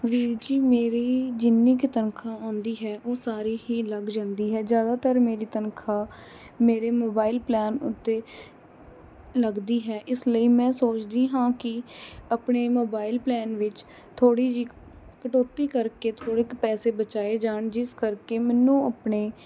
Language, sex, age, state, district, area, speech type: Punjabi, female, 18-30, Punjab, Kapurthala, urban, spontaneous